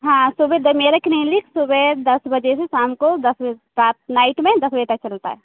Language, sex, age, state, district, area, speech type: Hindi, female, 18-30, Madhya Pradesh, Hoshangabad, rural, conversation